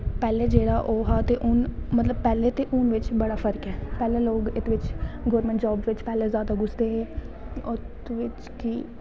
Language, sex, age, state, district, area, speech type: Dogri, female, 18-30, Jammu and Kashmir, Udhampur, rural, spontaneous